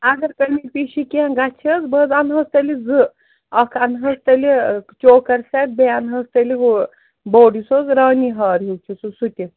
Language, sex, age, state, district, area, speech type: Kashmiri, female, 30-45, Jammu and Kashmir, Srinagar, urban, conversation